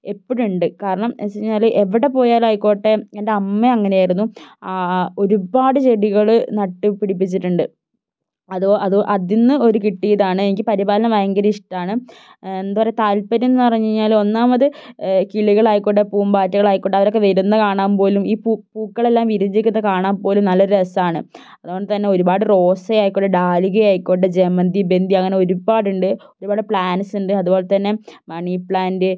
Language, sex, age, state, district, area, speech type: Malayalam, female, 30-45, Kerala, Wayanad, rural, spontaneous